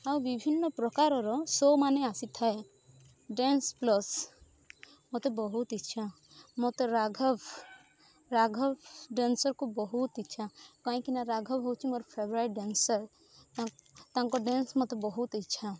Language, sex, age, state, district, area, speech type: Odia, female, 18-30, Odisha, Rayagada, rural, spontaneous